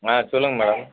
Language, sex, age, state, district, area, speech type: Tamil, male, 30-45, Tamil Nadu, Madurai, urban, conversation